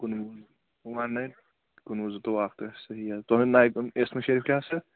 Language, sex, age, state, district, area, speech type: Kashmiri, male, 18-30, Jammu and Kashmir, Kulgam, urban, conversation